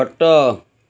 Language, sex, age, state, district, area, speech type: Odia, male, 45-60, Odisha, Cuttack, urban, read